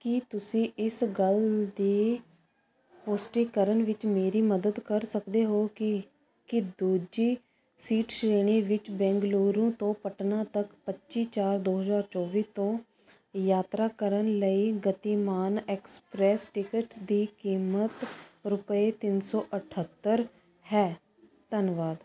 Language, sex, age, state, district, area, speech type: Punjabi, female, 30-45, Punjab, Ludhiana, rural, read